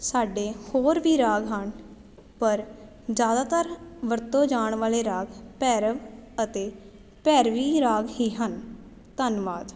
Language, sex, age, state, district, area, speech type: Punjabi, female, 18-30, Punjab, Jalandhar, urban, spontaneous